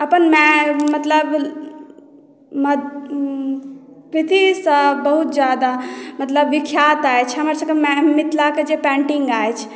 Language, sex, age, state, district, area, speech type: Maithili, female, 18-30, Bihar, Madhubani, rural, spontaneous